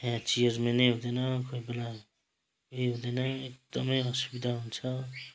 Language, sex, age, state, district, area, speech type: Nepali, male, 45-60, West Bengal, Kalimpong, rural, spontaneous